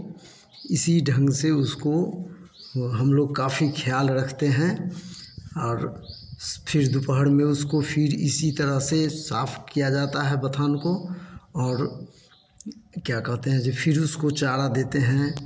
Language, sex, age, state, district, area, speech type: Hindi, male, 60+, Bihar, Samastipur, urban, spontaneous